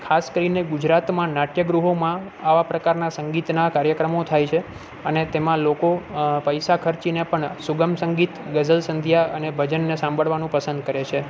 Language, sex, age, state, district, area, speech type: Gujarati, male, 30-45, Gujarat, Junagadh, urban, spontaneous